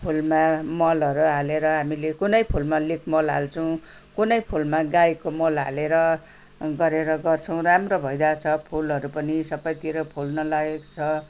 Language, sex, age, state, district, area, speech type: Nepali, female, 60+, West Bengal, Kalimpong, rural, spontaneous